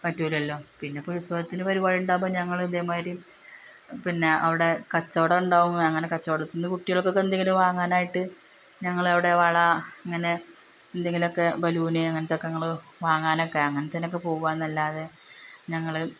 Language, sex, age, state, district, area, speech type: Malayalam, female, 30-45, Kerala, Malappuram, rural, spontaneous